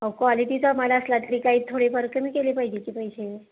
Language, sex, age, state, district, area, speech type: Marathi, female, 30-45, Maharashtra, Satara, rural, conversation